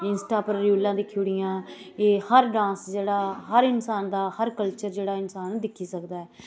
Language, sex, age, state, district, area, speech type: Dogri, female, 45-60, Jammu and Kashmir, Samba, urban, spontaneous